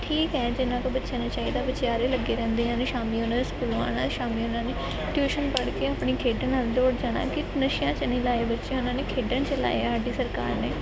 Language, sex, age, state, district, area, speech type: Punjabi, female, 18-30, Punjab, Gurdaspur, urban, spontaneous